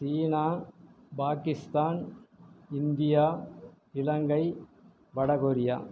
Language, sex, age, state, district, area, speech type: Tamil, male, 45-60, Tamil Nadu, Erode, rural, spontaneous